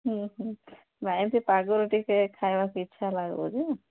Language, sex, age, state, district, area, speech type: Odia, female, 30-45, Odisha, Nabarangpur, urban, conversation